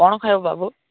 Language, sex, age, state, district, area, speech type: Odia, male, 18-30, Odisha, Nabarangpur, urban, conversation